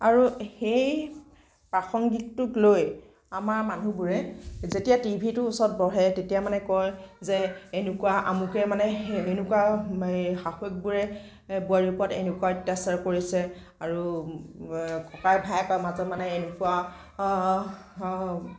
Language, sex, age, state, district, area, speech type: Assamese, female, 18-30, Assam, Nagaon, rural, spontaneous